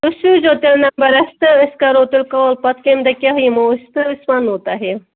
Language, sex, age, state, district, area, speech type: Kashmiri, female, 30-45, Jammu and Kashmir, Budgam, rural, conversation